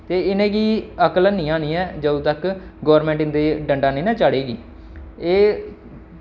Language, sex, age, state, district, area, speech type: Dogri, male, 18-30, Jammu and Kashmir, Samba, rural, spontaneous